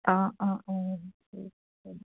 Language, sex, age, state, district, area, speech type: Assamese, female, 30-45, Assam, Biswanath, rural, conversation